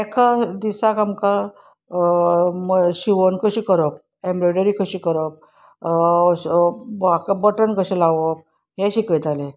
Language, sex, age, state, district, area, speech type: Goan Konkani, female, 45-60, Goa, Salcete, urban, spontaneous